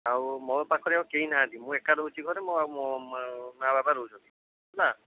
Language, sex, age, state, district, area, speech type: Odia, male, 60+, Odisha, Jajpur, rural, conversation